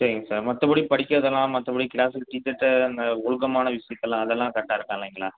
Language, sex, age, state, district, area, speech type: Tamil, male, 30-45, Tamil Nadu, Kallakurichi, urban, conversation